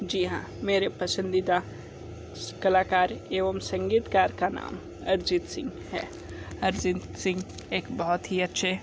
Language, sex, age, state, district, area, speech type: Hindi, male, 60+, Uttar Pradesh, Sonbhadra, rural, spontaneous